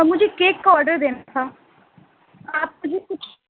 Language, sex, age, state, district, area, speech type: Urdu, female, 18-30, Delhi, North East Delhi, urban, conversation